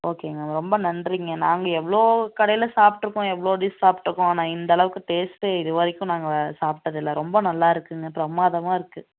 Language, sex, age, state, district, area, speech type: Tamil, female, 18-30, Tamil Nadu, Namakkal, rural, conversation